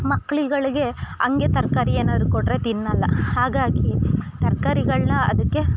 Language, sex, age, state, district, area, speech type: Kannada, female, 30-45, Karnataka, Chikkamagaluru, rural, spontaneous